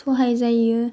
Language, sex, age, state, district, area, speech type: Bodo, female, 18-30, Assam, Udalguri, urban, spontaneous